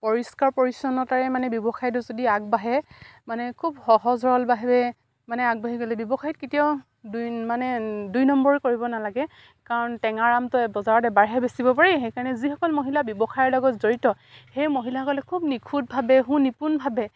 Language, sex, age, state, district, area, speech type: Assamese, female, 45-60, Assam, Dibrugarh, rural, spontaneous